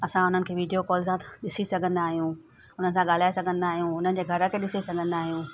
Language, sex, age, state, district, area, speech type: Sindhi, female, 45-60, Gujarat, Surat, urban, spontaneous